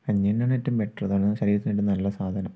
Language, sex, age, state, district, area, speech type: Malayalam, male, 18-30, Kerala, Wayanad, rural, spontaneous